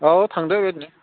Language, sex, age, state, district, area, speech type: Bodo, male, 45-60, Assam, Udalguri, urban, conversation